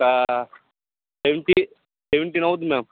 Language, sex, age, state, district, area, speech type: Telugu, male, 30-45, Andhra Pradesh, Srikakulam, urban, conversation